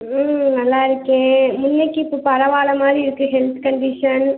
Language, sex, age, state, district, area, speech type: Tamil, female, 18-30, Tamil Nadu, Tiruchirappalli, rural, conversation